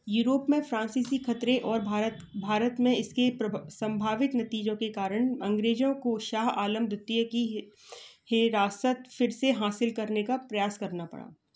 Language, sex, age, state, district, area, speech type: Hindi, female, 45-60, Madhya Pradesh, Gwalior, urban, read